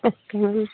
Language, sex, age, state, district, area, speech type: Hindi, female, 18-30, Rajasthan, Bharatpur, rural, conversation